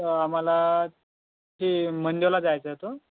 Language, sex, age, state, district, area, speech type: Marathi, male, 18-30, Maharashtra, Yavatmal, rural, conversation